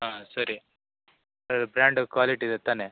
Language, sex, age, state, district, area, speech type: Kannada, male, 18-30, Karnataka, Shimoga, rural, conversation